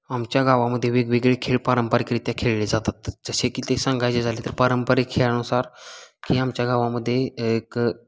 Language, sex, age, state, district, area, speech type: Marathi, male, 18-30, Maharashtra, Satara, rural, spontaneous